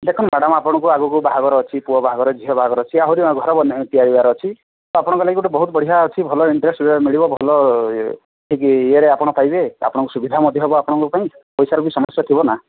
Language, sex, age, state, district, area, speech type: Odia, male, 18-30, Odisha, Boudh, rural, conversation